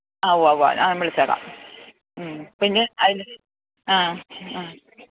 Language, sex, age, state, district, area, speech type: Malayalam, female, 60+, Kerala, Idukki, rural, conversation